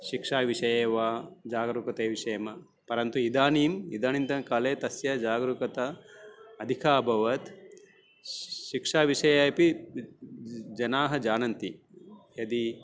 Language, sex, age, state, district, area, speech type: Sanskrit, male, 45-60, Telangana, Karimnagar, urban, spontaneous